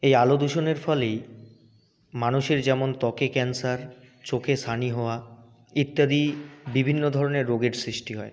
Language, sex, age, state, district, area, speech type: Bengali, male, 18-30, West Bengal, Jalpaiguri, rural, spontaneous